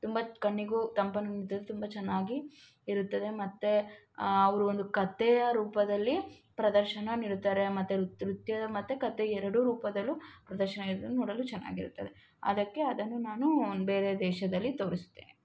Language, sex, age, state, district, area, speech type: Kannada, female, 18-30, Karnataka, Tumkur, rural, spontaneous